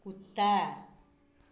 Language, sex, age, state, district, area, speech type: Hindi, female, 60+, Uttar Pradesh, Chandauli, rural, read